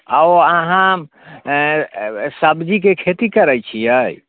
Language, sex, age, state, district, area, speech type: Maithili, male, 30-45, Bihar, Muzaffarpur, rural, conversation